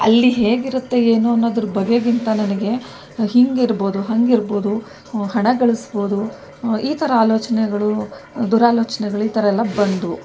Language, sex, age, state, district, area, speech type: Kannada, female, 45-60, Karnataka, Mysore, rural, spontaneous